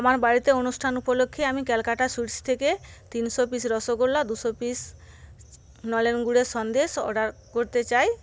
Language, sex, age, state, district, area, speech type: Bengali, female, 30-45, West Bengal, Paschim Medinipur, rural, spontaneous